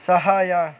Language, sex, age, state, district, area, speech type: Kannada, male, 60+, Karnataka, Tumkur, rural, read